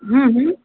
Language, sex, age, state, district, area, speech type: Maithili, female, 18-30, Bihar, Darbhanga, rural, conversation